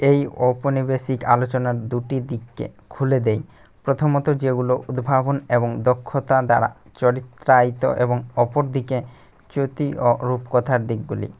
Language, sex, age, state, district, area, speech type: Bengali, male, 18-30, West Bengal, Malda, urban, read